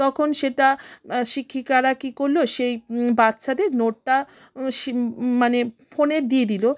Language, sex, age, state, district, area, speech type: Bengali, female, 30-45, West Bengal, South 24 Parganas, rural, spontaneous